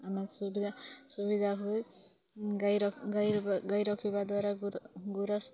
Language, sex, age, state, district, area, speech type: Odia, female, 30-45, Odisha, Kalahandi, rural, spontaneous